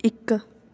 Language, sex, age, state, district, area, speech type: Punjabi, female, 18-30, Punjab, Fatehgarh Sahib, rural, read